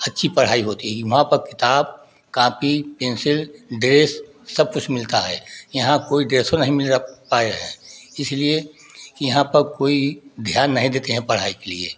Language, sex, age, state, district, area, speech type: Hindi, male, 60+, Uttar Pradesh, Prayagraj, rural, spontaneous